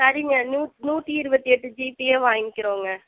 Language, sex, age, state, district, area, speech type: Tamil, female, 30-45, Tamil Nadu, Coimbatore, rural, conversation